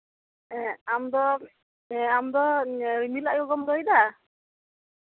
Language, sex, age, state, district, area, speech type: Santali, female, 30-45, West Bengal, Birbhum, rural, conversation